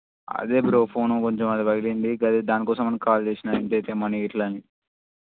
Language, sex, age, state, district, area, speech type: Telugu, male, 18-30, Telangana, Sangareddy, urban, conversation